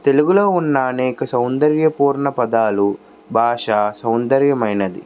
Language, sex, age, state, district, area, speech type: Telugu, male, 60+, Andhra Pradesh, Krishna, urban, spontaneous